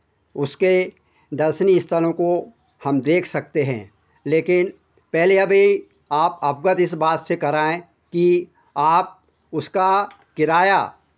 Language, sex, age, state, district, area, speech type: Hindi, male, 60+, Madhya Pradesh, Hoshangabad, urban, spontaneous